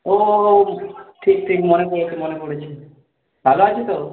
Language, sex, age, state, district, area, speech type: Bengali, male, 18-30, West Bengal, Purulia, urban, conversation